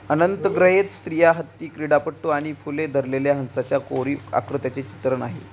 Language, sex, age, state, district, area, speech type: Marathi, male, 18-30, Maharashtra, Ratnagiri, rural, read